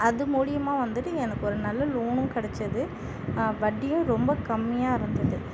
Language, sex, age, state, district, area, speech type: Tamil, female, 30-45, Tamil Nadu, Tiruvarur, urban, spontaneous